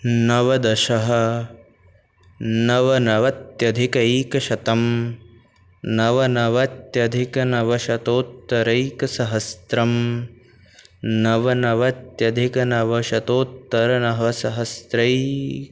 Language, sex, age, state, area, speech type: Sanskrit, male, 18-30, Rajasthan, urban, spontaneous